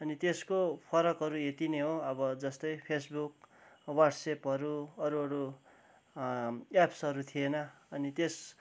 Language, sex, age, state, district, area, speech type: Nepali, male, 30-45, West Bengal, Kalimpong, rural, spontaneous